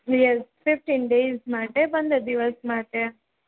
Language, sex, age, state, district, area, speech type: Gujarati, female, 30-45, Gujarat, Rajkot, urban, conversation